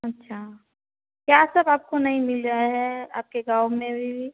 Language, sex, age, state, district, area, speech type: Hindi, female, 18-30, Bihar, Samastipur, urban, conversation